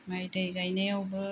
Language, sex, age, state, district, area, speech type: Bodo, female, 30-45, Assam, Kokrajhar, rural, spontaneous